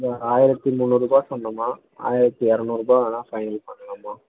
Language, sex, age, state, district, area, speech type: Tamil, male, 18-30, Tamil Nadu, Vellore, rural, conversation